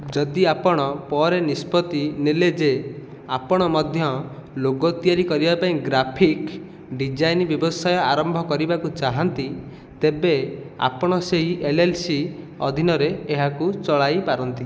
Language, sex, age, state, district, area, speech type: Odia, male, 18-30, Odisha, Nayagarh, rural, read